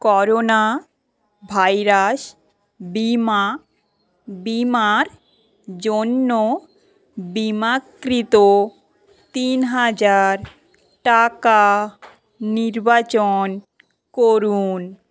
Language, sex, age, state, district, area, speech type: Bengali, female, 18-30, West Bengal, Paschim Medinipur, rural, read